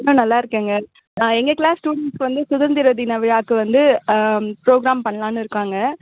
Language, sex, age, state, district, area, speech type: Tamil, female, 30-45, Tamil Nadu, Vellore, urban, conversation